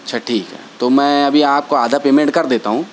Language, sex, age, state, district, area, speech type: Urdu, male, 30-45, Maharashtra, Nashik, urban, spontaneous